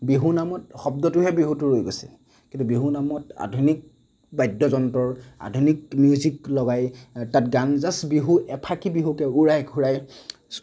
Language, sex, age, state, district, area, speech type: Assamese, male, 60+, Assam, Nagaon, rural, spontaneous